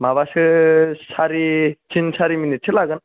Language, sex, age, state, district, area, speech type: Bodo, male, 18-30, Assam, Kokrajhar, rural, conversation